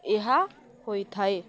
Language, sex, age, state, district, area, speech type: Odia, female, 18-30, Odisha, Balangir, urban, spontaneous